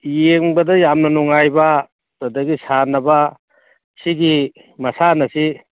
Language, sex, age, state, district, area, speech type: Manipuri, male, 60+, Manipur, Churachandpur, urban, conversation